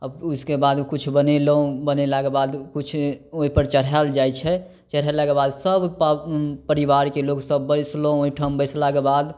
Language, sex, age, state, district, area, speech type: Maithili, male, 18-30, Bihar, Samastipur, rural, spontaneous